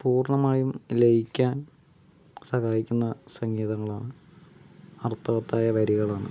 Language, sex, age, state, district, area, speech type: Malayalam, male, 18-30, Kerala, Palakkad, urban, spontaneous